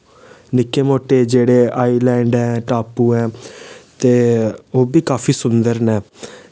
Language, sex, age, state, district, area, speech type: Dogri, male, 18-30, Jammu and Kashmir, Samba, rural, spontaneous